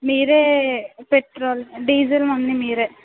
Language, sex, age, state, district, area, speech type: Telugu, female, 18-30, Andhra Pradesh, Kakinada, urban, conversation